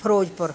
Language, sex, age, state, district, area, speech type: Punjabi, female, 45-60, Punjab, Bathinda, urban, spontaneous